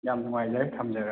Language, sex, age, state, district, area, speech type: Manipuri, male, 30-45, Manipur, Imphal West, urban, conversation